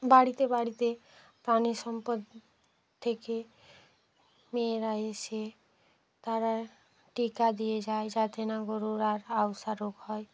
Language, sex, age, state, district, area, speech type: Bengali, female, 45-60, West Bengal, Hooghly, urban, spontaneous